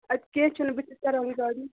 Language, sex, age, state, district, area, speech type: Kashmiri, female, 30-45, Jammu and Kashmir, Ganderbal, rural, conversation